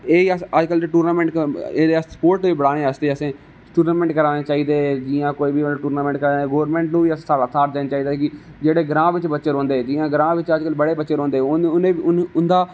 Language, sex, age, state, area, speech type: Dogri, male, 18-30, Jammu and Kashmir, rural, spontaneous